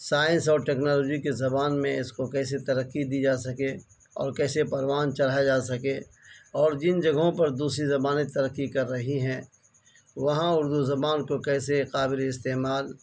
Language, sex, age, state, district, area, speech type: Urdu, male, 45-60, Bihar, Araria, rural, spontaneous